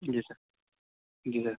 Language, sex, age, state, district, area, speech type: Urdu, male, 18-30, Uttar Pradesh, Gautam Buddha Nagar, urban, conversation